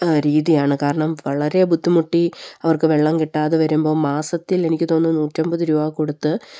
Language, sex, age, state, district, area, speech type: Malayalam, female, 30-45, Kerala, Palakkad, rural, spontaneous